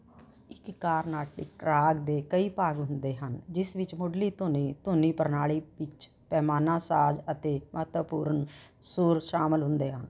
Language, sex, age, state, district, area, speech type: Punjabi, female, 60+, Punjab, Rupnagar, urban, read